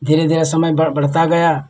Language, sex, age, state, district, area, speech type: Hindi, male, 60+, Uttar Pradesh, Lucknow, rural, spontaneous